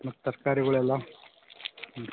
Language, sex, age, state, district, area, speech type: Kannada, male, 45-60, Karnataka, Davanagere, urban, conversation